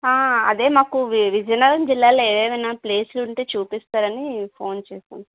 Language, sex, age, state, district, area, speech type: Telugu, female, 30-45, Andhra Pradesh, Vizianagaram, rural, conversation